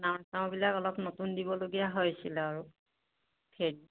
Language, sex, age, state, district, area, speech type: Assamese, female, 30-45, Assam, Jorhat, urban, conversation